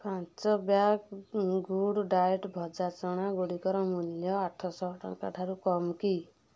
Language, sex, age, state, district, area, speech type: Odia, female, 30-45, Odisha, Kendujhar, urban, read